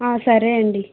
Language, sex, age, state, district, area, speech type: Telugu, female, 30-45, Andhra Pradesh, Vizianagaram, rural, conversation